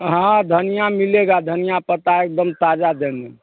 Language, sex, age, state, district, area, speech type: Hindi, male, 60+, Bihar, Darbhanga, urban, conversation